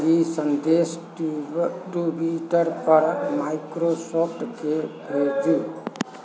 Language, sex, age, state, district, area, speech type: Maithili, male, 45-60, Bihar, Sitamarhi, rural, read